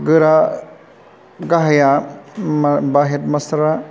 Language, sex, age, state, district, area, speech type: Bodo, male, 45-60, Assam, Chirang, urban, spontaneous